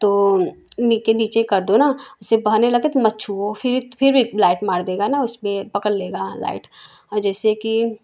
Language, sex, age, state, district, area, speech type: Hindi, female, 18-30, Uttar Pradesh, Prayagraj, urban, spontaneous